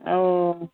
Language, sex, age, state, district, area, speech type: Odia, female, 60+, Odisha, Angul, rural, conversation